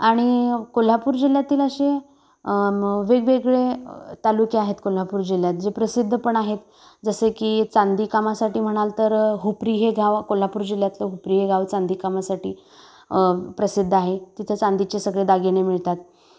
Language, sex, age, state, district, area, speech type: Marathi, female, 30-45, Maharashtra, Kolhapur, urban, spontaneous